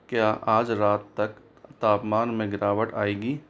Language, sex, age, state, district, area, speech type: Hindi, male, 30-45, Rajasthan, Jaipur, urban, read